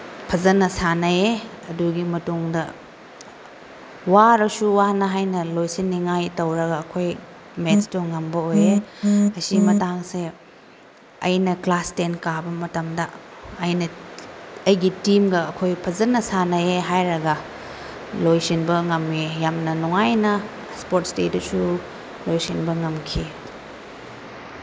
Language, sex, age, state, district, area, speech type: Manipuri, female, 18-30, Manipur, Chandel, rural, spontaneous